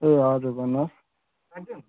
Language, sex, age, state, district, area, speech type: Nepali, male, 18-30, West Bengal, Kalimpong, rural, conversation